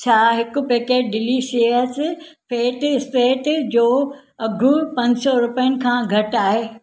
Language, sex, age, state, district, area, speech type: Sindhi, female, 60+, Maharashtra, Thane, urban, read